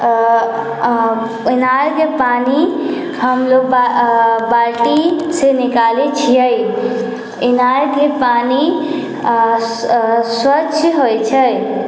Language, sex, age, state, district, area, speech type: Maithili, female, 18-30, Bihar, Sitamarhi, rural, spontaneous